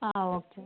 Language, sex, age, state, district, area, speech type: Malayalam, female, 45-60, Kerala, Kozhikode, urban, conversation